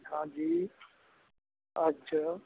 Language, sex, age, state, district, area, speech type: Punjabi, male, 60+, Punjab, Bathinda, urban, conversation